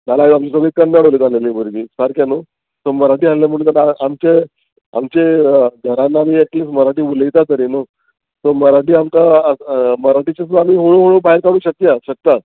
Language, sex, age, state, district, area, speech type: Goan Konkani, male, 45-60, Goa, Murmgao, rural, conversation